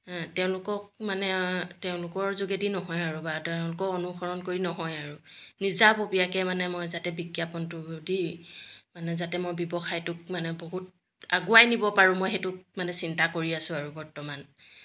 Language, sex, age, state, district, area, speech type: Assamese, female, 45-60, Assam, Jorhat, urban, spontaneous